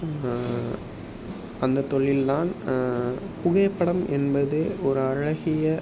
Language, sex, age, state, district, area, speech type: Tamil, male, 18-30, Tamil Nadu, Pudukkottai, rural, spontaneous